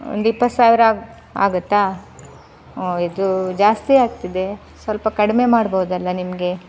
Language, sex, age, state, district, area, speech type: Kannada, female, 30-45, Karnataka, Udupi, rural, spontaneous